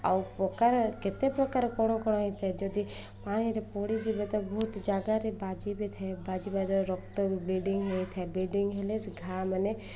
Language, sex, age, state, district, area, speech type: Odia, female, 30-45, Odisha, Koraput, urban, spontaneous